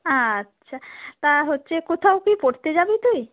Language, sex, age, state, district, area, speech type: Bengali, female, 30-45, West Bengal, Darjeeling, rural, conversation